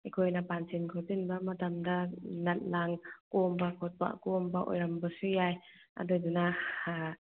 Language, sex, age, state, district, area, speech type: Manipuri, female, 45-60, Manipur, Churachandpur, rural, conversation